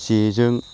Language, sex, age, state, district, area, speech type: Bodo, male, 45-60, Assam, Chirang, rural, spontaneous